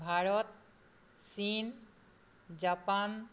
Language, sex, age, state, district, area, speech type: Assamese, female, 60+, Assam, Charaideo, urban, spontaneous